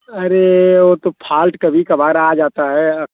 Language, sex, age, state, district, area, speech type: Hindi, male, 18-30, Uttar Pradesh, Azamgarh, rural, conversation